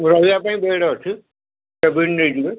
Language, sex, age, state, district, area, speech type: Odia, male, 30-45, Odisha, Kendujhar, urban, conversation